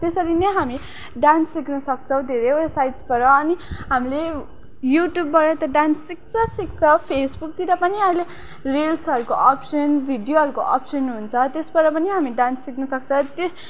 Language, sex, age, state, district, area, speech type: Nepali, female, 18-30, West Bengal, Darjeeling, rural, spontaneous